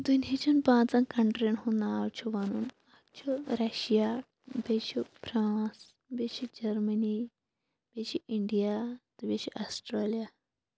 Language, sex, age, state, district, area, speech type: Kashmiri, female, 18-30, Jammu and Kashmir, Kulgam, rural, spontaneous